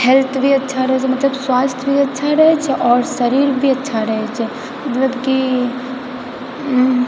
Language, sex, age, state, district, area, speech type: Maithili, female, 18-30, Bihar, Purnia, rural, spontaneous